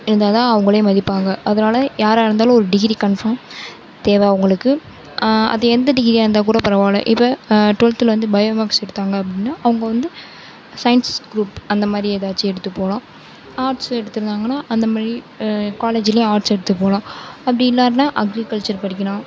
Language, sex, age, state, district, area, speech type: Tamil, female, 18-30, Tamil Nadu, Sivaganga, rural, spontaneous